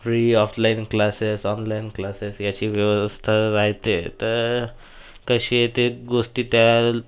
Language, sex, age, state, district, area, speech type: Marathi, male, 18-30, Maharashtra, Nagpur, urban, spontaneous